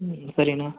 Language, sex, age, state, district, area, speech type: Tamil, male, 30-45, Tamil Nadu, Salem, rural, conversation